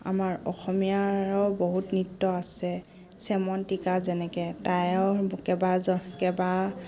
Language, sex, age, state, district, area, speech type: Assamese, female, 30-45, Assam, Dibrugarh, rural, spontaneous